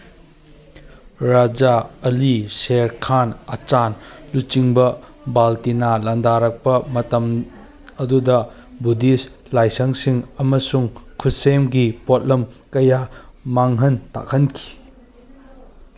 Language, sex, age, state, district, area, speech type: Manipuri, male, 30-45, Manipur, Kangpokpi, urban, read